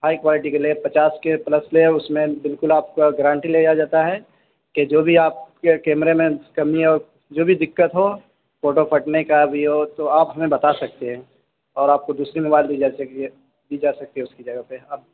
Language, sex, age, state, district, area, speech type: Urdu, male, 18-30, Uttar Pradesh, Saharanpur, urban, conversation